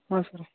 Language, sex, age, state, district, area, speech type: Kannada, male, 30-45, Karnataka, Gadag, rural, conversation